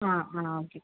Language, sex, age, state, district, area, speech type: Malayalam, female, 45-60, Kerala, Wayanad, rural, conversation